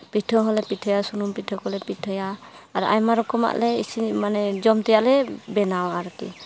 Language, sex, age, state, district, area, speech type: Santali, female, 18-30, West Bengal, Malda, rural, spontaneous